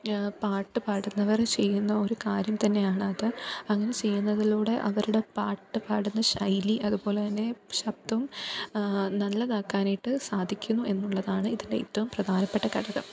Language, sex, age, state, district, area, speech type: Malayalam, female, 18-30, Kerala, Pathanamthitta, rural, spontaneous